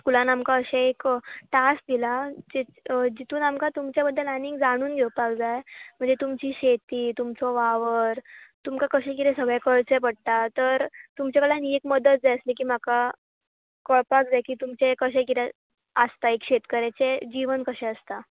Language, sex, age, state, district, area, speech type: Goan Konkani, female, 18-30, Goa, Bardez, urban, conversation